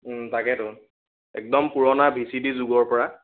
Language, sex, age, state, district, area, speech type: Assamese, male, 18-30, Assam, Biswanath, rural, conversation